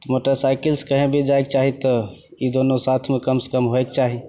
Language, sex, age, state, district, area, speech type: Maithili, male, 30-45, Bihar, Begusarai, rural, spontaneous